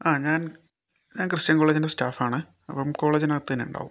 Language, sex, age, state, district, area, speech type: Malayalam, male, 30-45, Kerala, Kozhikode, urban, spontaneous